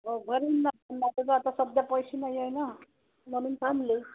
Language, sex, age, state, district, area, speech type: Marathi, female, 60+, Maharashtra, Wardha, rural, conversation